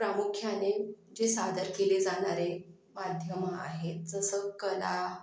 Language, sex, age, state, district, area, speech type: Marathi, other, 30-45, Maharashtra, Akola, urban, spontaneous